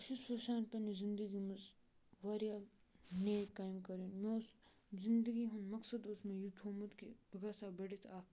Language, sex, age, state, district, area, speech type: Kashmiri, male, 18-30, Jammu and Kashmir, Kupwara, rural, spontaneous